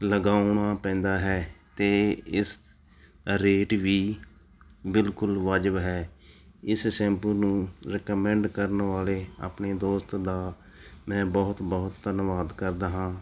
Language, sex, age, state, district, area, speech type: Punjabi, male, 45-60, Punjab, Tarn Taran, urban, spontaneous